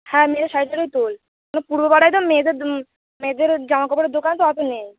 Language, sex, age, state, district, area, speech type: Bengali, female, 18-30, West Bengal, Uttar Dinajpur, urban, conversation